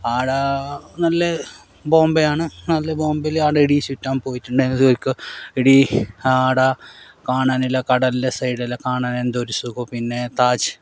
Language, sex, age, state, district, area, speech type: Malayalam, male, 45-60, Kerala, Kasaragod, rural, spontaneous